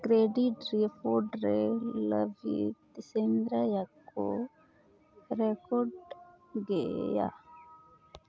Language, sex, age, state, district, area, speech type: Santali, female, 30-45, West Bengal, Uttar Dinajpur, rural, read